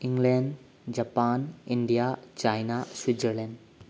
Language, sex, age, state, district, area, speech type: Manipuri, male, 18-30, Manipur, Bishnupur, rural, spontaneous